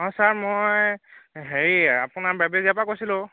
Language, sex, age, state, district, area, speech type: Assamese, male, 18-30, Assam, Nagaon, rural, conversation